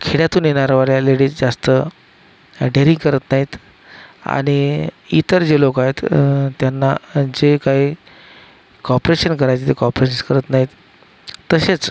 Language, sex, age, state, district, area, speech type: Marathi, male, 45-60, Maharashtra, Akola, rural, spontaneous